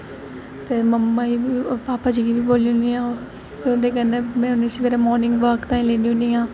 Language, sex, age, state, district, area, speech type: Dogri, female, 18-30, Jammu and Kashmir, Jammu, urban, spontaneous